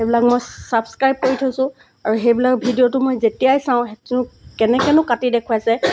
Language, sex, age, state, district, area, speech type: Assamese, female, 45-60, Assam, Golaghat, urban, spontaneous